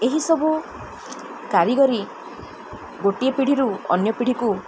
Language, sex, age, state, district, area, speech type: Odia, female, 30-45, Odisha, Koraput, urban, spontaneous